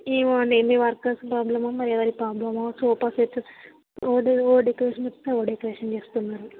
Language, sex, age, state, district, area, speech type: Telugu, female, 18-30, Andhra Pradesh, Visakhapatnam, urban, conversation